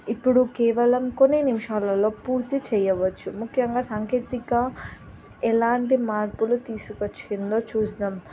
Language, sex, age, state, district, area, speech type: Telugu, female, 30-45, Telangana, Siddipet, urban, spontaneous